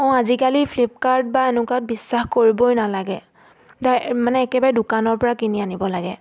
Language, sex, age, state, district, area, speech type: Assamese, female, 18-30, Assam, Biswanath, rural, spontaneous